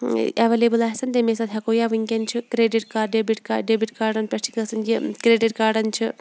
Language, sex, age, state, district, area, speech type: Kashmiri, female, 18-30, Jammu and Kashmir, Shopian, urban, spontaneous